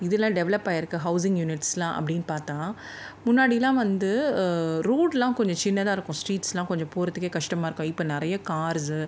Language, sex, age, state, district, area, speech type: Tamil, female, 45-60, Tamil Nadu, Chennai, urban, spontaneous